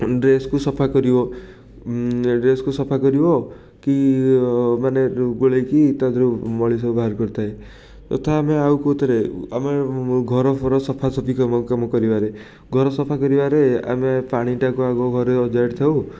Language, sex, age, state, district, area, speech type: Odia, male, 30-45, Odisha, Puri, urban, spontaneous